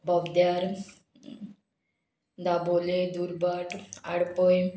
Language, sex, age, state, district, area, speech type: Goan Konkani, female, 45-60, Goa, Murmgao, rural, spontaneous